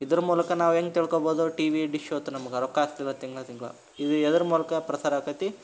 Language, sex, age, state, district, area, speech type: Kannada, male, 18-30, Karnataka, Koppal, rural, spontaneous